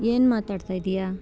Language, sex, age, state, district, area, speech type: Kannada, female, 30-45, Karnataka, Bangalore Rural, rural, spontaneous